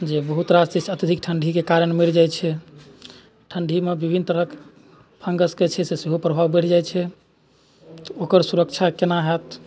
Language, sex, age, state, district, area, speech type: Maithili, male, 30-45, Bihar, Madhubani, rural, spontaneous